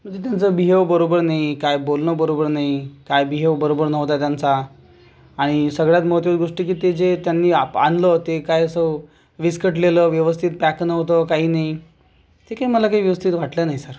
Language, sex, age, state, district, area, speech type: Marathi, male, 30-45, Maharashtra, Akola, rural, spontaneous